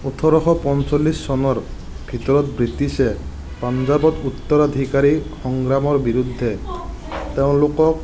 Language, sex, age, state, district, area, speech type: Assamese, male, 60+, Assam, Morigaon, rural, read